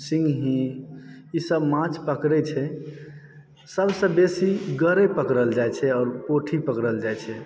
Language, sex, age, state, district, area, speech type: Maithili, male, 30-45, Bihar, Supaul, rural, spontaneous